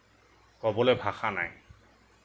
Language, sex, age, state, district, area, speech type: Assamese, male, 60+, Assam, Nagaon, rural, spontaneous